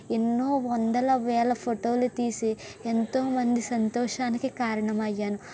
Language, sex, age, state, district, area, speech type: Telugu, female, 45-60, Andhra Pradesh, East Godavari, rural, spontaneous